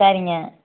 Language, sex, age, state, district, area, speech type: Tamil, female, 60+, Tamil Nadu, Tiruppur, rural, conversation